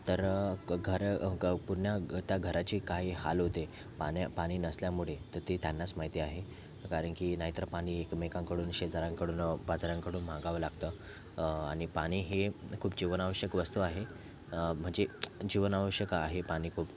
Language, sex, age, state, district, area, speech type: Marathi, male, 30-45, Maharashtra, Thane, urban, spontaneous